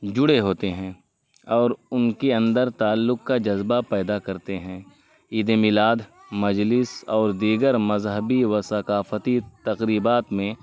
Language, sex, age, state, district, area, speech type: Urdu, male, 18-30, Uttar Pradesh, Azamgarh, rural, spontaneous